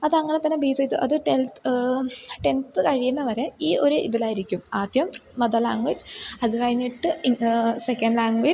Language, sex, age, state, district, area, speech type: Malayalam, female, 18-30, Kerala, Idukki, rural, spontaneous